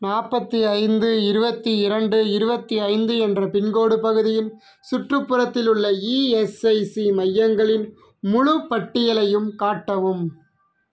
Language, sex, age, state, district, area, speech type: Tamil, male, 30-45, Tamil Nadu, Ariyalur, rural, read